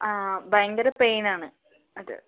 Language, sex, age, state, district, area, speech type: Malayalam, female, 18-30, Kerala, Wayanad, rural, conversation